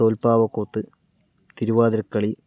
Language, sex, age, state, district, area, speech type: Malayalam, male, 45-60, Kerala, Palakkad, rural, spontaneous